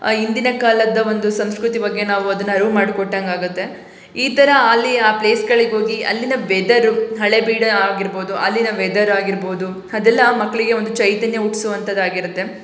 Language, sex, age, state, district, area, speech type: Kannada, female, 18-30, Karnataka, Hassan, urban, spontaneous